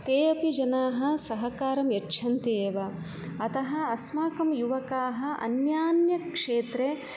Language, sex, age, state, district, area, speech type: Sanskrit, female, 45-60, Karnataka, Udupi, rural, spontaneous